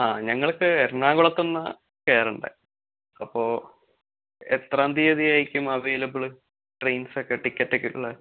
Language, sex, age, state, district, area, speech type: Malayalam, male, 18-30, Kerala, Thrissur, urban, conversation